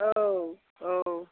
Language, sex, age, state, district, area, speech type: Bodo, female, 30-45, Assam, Chirang, urban, conversation